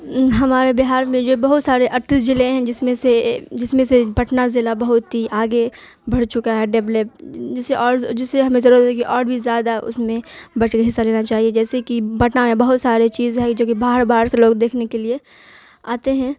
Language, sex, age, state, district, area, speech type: Urdu, female, 18-30, Bihar, Khagaria, rural, spontaneous